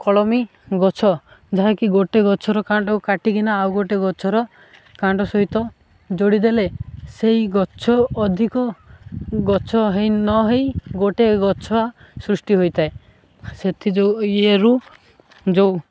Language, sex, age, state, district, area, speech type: Odia, male, 18-30, Odisha, Malkangiri, urban, spontaneous